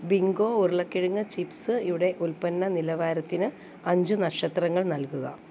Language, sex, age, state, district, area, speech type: Malayalam, female, 30-45, Kerala, Alappuzha, rural, read